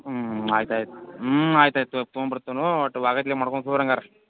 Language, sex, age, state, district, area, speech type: Kannada, male, 30-45, Karnataka, Belgaum, rural, conversation